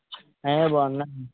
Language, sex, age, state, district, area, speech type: Telugu, male, 18-30, Andhra Pradesh, Konaseema, urban, conversation